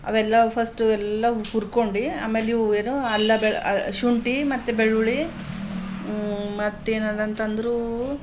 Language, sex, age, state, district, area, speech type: Kannada, female, 45-60, Karnataka, Bidar, urban, spontaneous